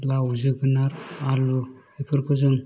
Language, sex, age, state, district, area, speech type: Bodo, male, 18-30, Assam, Kokrajhar, urban, spontaneous